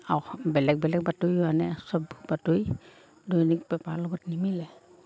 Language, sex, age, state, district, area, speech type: Assamese, female, 45-60, Assam, Lakhimpur, rural, spontaneous